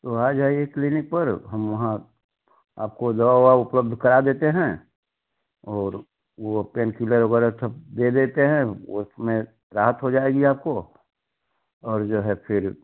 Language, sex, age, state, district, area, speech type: Hindi, male, 60+, Uttar Pradesh, Chandauli, rural, conversation